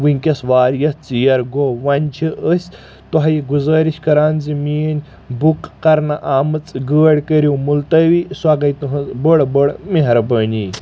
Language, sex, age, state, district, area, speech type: Kashmiri, male, 18-30, Jammu and Kashmir, Kulgam, urban, spontaneous